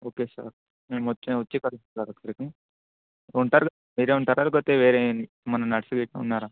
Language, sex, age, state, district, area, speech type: Telugu, male, 18-30, Telangana, Ranga Reddy, urban, conversation